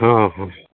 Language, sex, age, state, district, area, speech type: Assamese, male, 30-45, Assam, Lakhimpur, urban, conversation